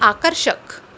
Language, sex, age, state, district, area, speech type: Marathi, female, 30-45, Maharashtra, Mumbai Suburban, urban, read